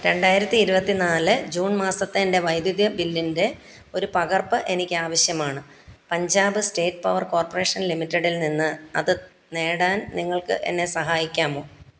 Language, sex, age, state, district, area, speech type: Malayalam, female, 45-60, Kerala, Pathanamthitta, rural, read